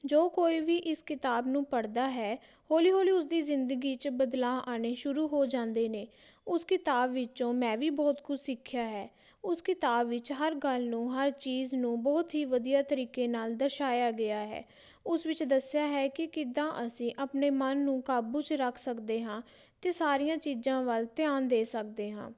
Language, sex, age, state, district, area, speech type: Punjabi, female, 18-30, Punjab, Patiala, rural, spontaneous